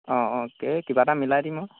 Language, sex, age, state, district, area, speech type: Assamese, male, 18-30, Assam, Golaghat, rural, conversation